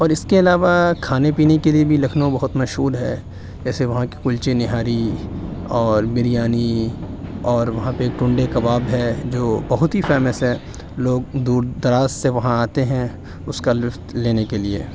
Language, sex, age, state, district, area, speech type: Urdu, male, 45-60, Uttar Pradesh, Aligarh, urban, spontaneous